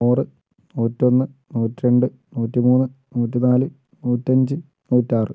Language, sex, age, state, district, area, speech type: Malayalam, female, 30-45, Kerala, Kozhikode, urban, spontaneous